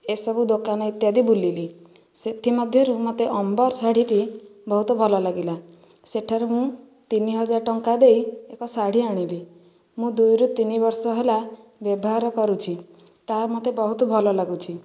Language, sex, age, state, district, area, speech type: Odia, female, 18-30, Odisha, Nayagarh, rural, spontaneous